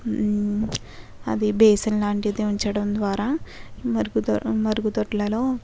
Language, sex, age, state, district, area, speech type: Telugu, female, 60+, Andhra Pradesh, Kakinada, rural, spontaneous